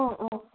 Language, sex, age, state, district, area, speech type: Assamese, female, 18-30, Assam, Morigaon, rural, conversation